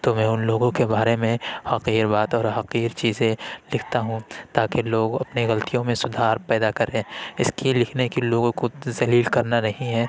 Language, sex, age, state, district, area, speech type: Urdu, male, 60+, Uttar Pradesh, Lucknow, rural, spontaneous